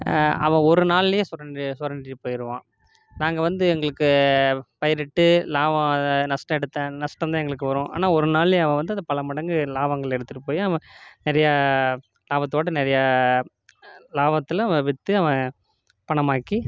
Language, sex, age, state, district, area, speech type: Tamil, male, 30-45, Tamil Nadu, Namakkal, rural, spontaneous